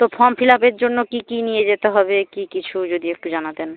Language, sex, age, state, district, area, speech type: Bengali, female, 45-60, West Bengal, Paschim Medinipur, rural, conversation